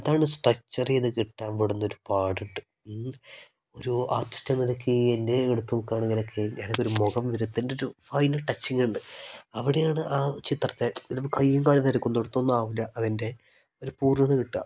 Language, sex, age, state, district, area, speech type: Malayalam, male, 18-30, Kerala, Kozhikode, rural, spontaneous